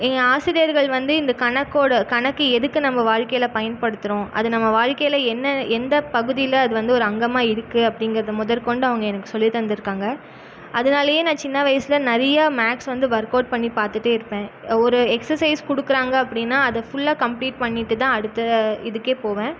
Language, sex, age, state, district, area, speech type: Tamil, female, 18-30, Tamil Nadu, Erode, rural, spontaneous